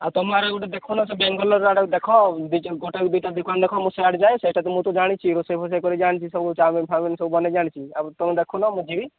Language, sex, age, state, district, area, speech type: Odia, male, 30-45, Odisha, Sambalpur, rural, conversation